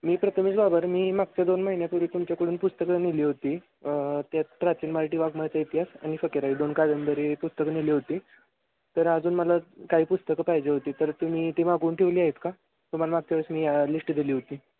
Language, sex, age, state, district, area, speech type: Marathi, male, 18-30, Maharashtra, Satara, urban, conversation